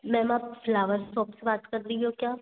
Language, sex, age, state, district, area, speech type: Hindi, female, 18-30, Madhya Pradesh, Betul, urban, conversation